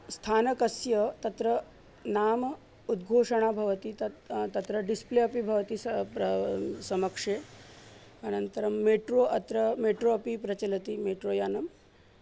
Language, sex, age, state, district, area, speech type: Sanskrit, female, 30-45, Maharashtra, Nagpur, urban, spontaneous